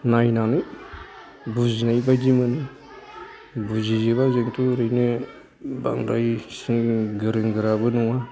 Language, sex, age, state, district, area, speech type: Bodo, male, 60+, Assam, Kokrajhar, urban, spontaneous